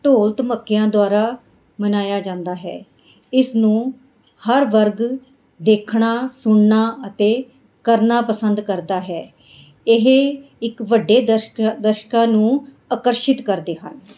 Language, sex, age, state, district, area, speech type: Punjabi, female, 45-60, Punjab, Mohali, urban, spontaneous